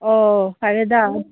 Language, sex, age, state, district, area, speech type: Manipuri, female, 30-45, Manipur, Senapati, urban, conversation